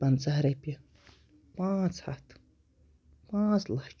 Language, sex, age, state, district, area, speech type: Kashmiri, female, 18-30, Jammu and Kashmir, Baramulla, rural, spontaneous